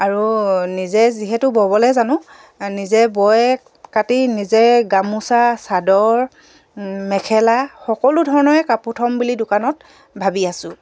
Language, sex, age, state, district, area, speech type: Assamese, female, 45-60, Assam, Dibrugarh, rural, spontaneous